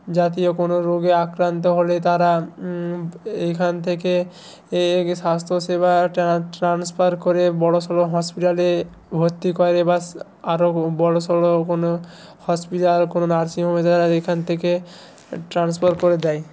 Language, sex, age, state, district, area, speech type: Bengali, male, 45-60, West Bengal, Nadia, rural, spontaneous